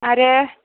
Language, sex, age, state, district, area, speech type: Bodo, female, 18-30, Assam, Baksa, rural, conversation